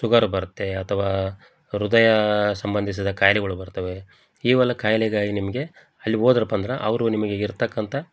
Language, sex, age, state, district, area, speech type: Kannada, male, 45-60, Karnataka, Koppal, rural, spontaneous